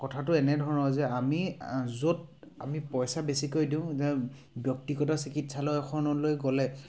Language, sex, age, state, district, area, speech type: Assamese, male, 30-45, Assam, Sivasagar, urban, spontaneous